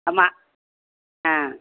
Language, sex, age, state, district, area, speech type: Tamil, female, 60+, Tamil Nadu, Thoothukudi, rural, conversation